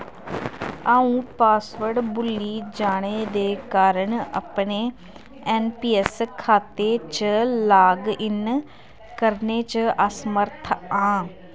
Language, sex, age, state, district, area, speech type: Dogri, female, 18-30, Jammu and Kashmir, Kathua, rural, read